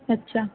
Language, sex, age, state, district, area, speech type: Marathi, female, 30-45, Maharashtra, Nagpur, urban, conversation